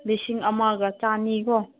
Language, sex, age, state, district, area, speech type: Manipuri, female, 30-45, Manipur, Senapati, urban, conversation